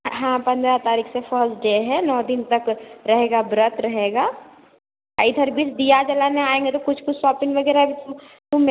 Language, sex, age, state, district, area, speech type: Hindi, female, 18-30, Bihar, Begusarai, urban, conversation